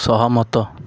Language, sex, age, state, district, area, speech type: Odia, male, 18-30, Odisha, Koraput, urban, read